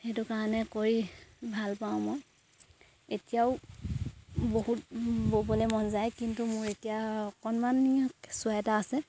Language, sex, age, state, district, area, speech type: Assamese, female, 18-30, Assam, Sivasagar, rural, spontaneous